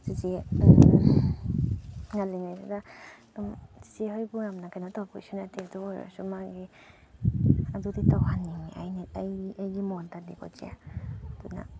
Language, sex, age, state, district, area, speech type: Manipuri, female, 18-30, Manipur, Chandel, rural, spontaneous